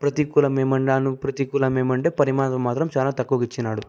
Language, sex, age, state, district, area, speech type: Telugu, male, 18-30, Andhra Pradesh, Anantapur, urban, spontaneous